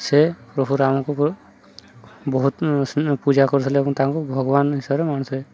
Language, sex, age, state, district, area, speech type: Odia, male, 30-45, Odisha, Subarnapur, urban, spontaneous